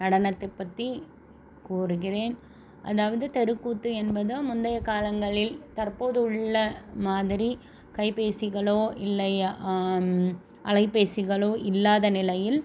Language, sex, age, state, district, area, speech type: Tamil, female, 30-45, Tamil Nadu, Krishnagiri, rural, spontaneous